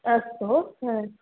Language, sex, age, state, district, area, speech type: Sanskrit, female, 18-30, Karnataka, Dakshina Kannada, rural, conversation